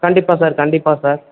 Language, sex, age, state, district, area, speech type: Tamil, male, 45-60, Tamil Nadu, Tiruvarur, urban, conversation